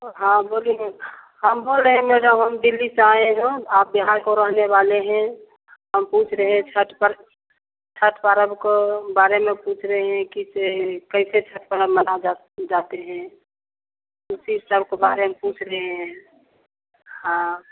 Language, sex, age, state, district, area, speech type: Hindi, female, 30-45, Bihar, Begusarai, rural, conversation